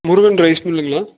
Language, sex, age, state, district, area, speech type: Tamil, male, 18-30, Tamil Nadu, Erode, rural, conversation